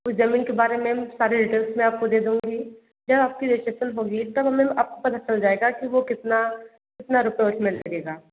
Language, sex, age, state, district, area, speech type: Hindi, female, 45-60, Uttar Pradesh, Sonbhadra, rural, conversation